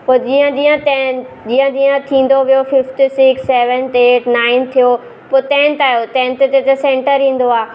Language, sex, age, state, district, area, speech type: Sindhi, female, 30-45, Maharashtra, Mumbai Suburban, urban, spontaneous